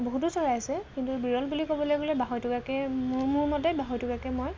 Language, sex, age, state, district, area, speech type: Assamese, female, 18-30, Assam, Dhemaji, rural, spontaneous